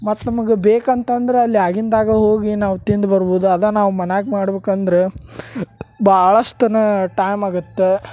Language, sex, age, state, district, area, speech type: Kannada, male, 30-45, Karnataka, Gadag, rural, spontaneous